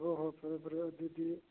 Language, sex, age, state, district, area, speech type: Manipuri, male, 60+, Manipur, Churachandpur, urban, conversation